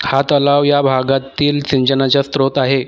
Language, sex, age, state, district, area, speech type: Marathi, male, 30-45, Maharashtra, Nagpur, rural, read